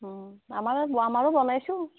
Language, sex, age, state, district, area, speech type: Assamese, female, 18-30, Assam, Darrang, rural, conversation